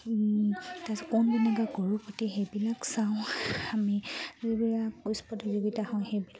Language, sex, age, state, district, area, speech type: Assamese, female, 45-60, Assam, Charaideo, rural, spontaneous